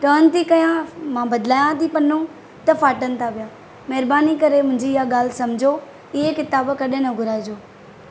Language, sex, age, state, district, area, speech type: Sindhi, female, 30-45, Maharashtra, Thane, urban, spontaneous